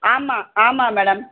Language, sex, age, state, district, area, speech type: Tamil, female, 45-60, Tamil Nadu, Chennai, urban, conversation